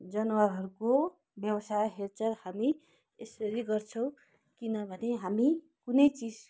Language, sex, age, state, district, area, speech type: Nepali, female, 30-45, West Bengal, Kalimpong, rural, spontaneous